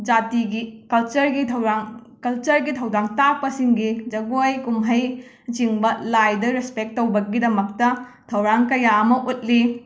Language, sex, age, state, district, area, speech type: Manipuri, female, 30-45, Manipur, Imphal West, rural, spontaneous